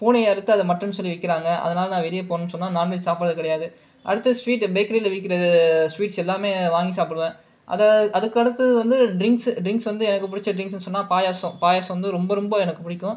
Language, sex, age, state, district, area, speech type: Tamil, male, 30-45, Tamil Nadu, Cuddalore, urban, spontaneous